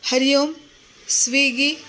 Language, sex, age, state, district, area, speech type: Sanskrit, female, 45-60, Maharashtra, Nagpur, urban, spontaneous